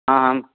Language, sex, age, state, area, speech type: Sanskrit, male, 18-30, Uttar Pradesh, rural, conversation